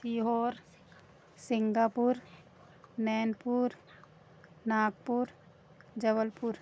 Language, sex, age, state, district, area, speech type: Hindi, female, 30-45, Madhya Pradesh, Seoni, urban, spontaneous